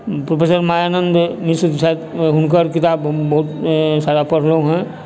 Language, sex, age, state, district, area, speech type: Maithili, male, 45-60, Bihar, Supaul, rural, spontaneous